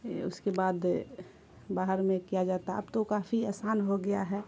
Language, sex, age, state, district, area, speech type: Urdu, female, 30-45, Bihar, Khagaria, rural, spontaneous